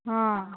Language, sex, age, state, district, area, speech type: Odia, female, 18-30, Odisha, Mayurbhanj, rural, conversation